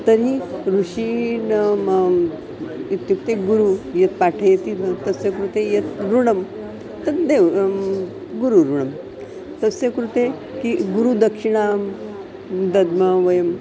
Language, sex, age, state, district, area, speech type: Sanskrit, female, 60+, Maharashtra, Nagpur, urban, spontaneous